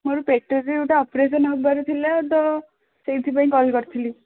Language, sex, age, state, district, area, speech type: Odia, female, 18-30, Odisha, Kendujhar, urban, conversation